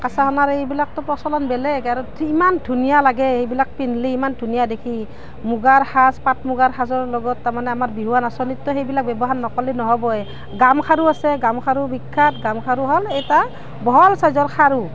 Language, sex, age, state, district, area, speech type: Assamese, female, 30-45, Assam, Barpeta, rural, spontaneous